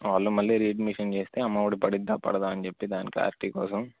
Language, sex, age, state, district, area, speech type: Telugu, male, 18-30, Andhra Pradesh, Guntur, urban, conversation